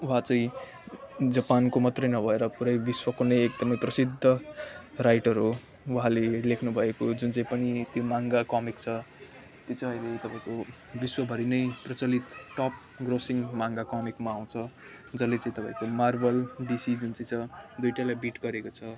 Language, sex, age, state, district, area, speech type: Nepali, male, 18-30, West Bengal, Kalimpong, rural, spontaneous